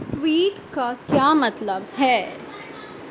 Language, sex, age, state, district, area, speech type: Urdu, female, 30-45, Delhi, Central Delhi, urban, read